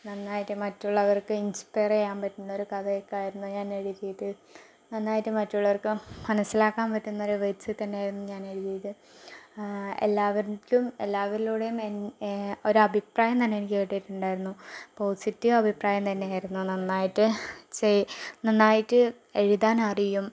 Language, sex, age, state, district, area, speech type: Malayalam, female, 18-30, Kerala, Palakkad, rural, spontaneous